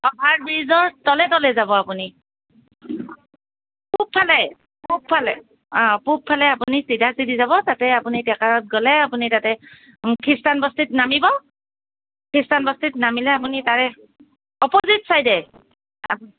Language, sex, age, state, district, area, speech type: Assamese, female, 45-60, Assam, Kamrup Metropolitan, urban, conversation